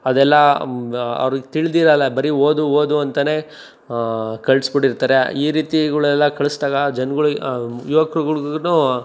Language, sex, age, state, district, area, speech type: Kannada, male, 30-45, Karnataka, Chikkaballapur, urban, spontaneous